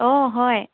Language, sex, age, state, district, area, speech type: Assamese, female, 30-45, Assam, Lakhimpur, rural, conversation